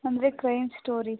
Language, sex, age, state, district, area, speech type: Kannada, female, 60+, Karnataka, Tumkur, rural, conversation